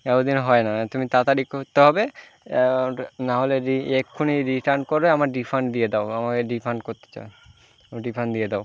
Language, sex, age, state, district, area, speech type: Bengali, male, 18-30, West Bengal, Birbhum, urban, spontaneous